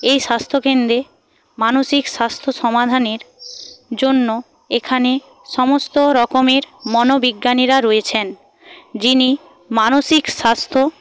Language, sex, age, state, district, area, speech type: Bengali, female, 45-60, West Bengal, Paschim Medinipur, rural, spontaneous